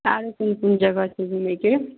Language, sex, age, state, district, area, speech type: Maithili, female, 18-30, Bihar, Araria, rural, conversation